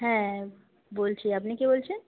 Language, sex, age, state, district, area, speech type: Bengali, female, 18-30, West Bengal, Paschim Bardhaman, rural, conversation